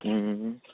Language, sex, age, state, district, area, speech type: Gujarati, male, 18-30, Gujarat, Morbi, rural, conversation